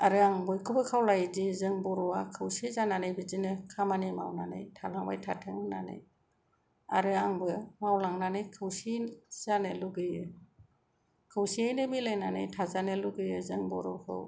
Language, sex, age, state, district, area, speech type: Bodo, female, 45-60, Assam, Kokrajhar, rural, spontaneous